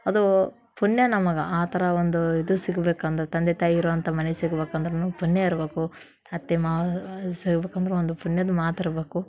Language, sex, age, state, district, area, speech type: Kannada, female, 18-30, Karnataka, Dharwad, urban, spontaneous